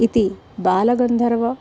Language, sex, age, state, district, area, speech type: Sanskrit, female, 30-45, Maharashtra, Nagpur, urban, spontaneous